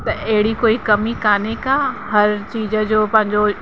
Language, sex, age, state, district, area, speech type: Sindhi, female, 30-45, Uttar Pradesh, Lucknow, rural, spontaneous